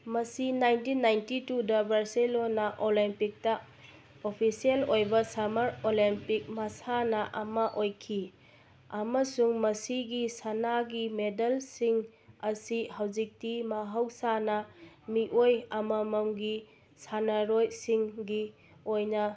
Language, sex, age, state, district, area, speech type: Manipuri, female, 30-45, Manipur, Bishnupur, rural, read